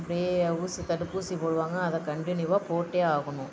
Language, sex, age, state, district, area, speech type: Tamil, female, 18-30, Tamil Nadu, Thanjavur, rural, spontaneous